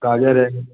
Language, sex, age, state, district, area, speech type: Hindi, male, 45-60, Madhya Pradesh, Gwalior, rural, conversation